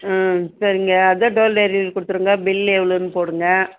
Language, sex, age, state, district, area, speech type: Tamil, female, 60+, Tamil Nadu, Dharmapuri, rural, conversation